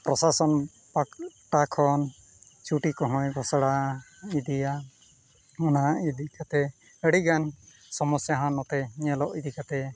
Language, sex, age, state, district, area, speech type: Santali, male, 45-60, Odisha, Mayurbhanj, rural, spontaneous